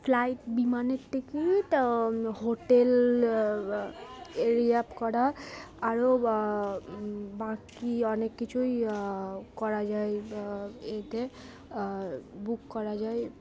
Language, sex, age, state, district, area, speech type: Bengali, female, 18-30, West Bengal, Darjeeling, urban, spontaneous